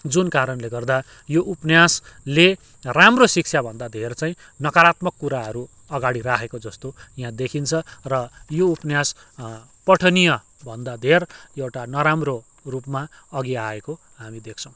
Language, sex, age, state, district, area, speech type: Nepali, male, 45-60, West Bengal, Kalimpong, rural, spontaneous